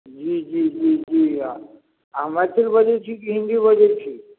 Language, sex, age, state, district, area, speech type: Maithili, male, 45-60, Bihar, Darbhanga, rural, conversation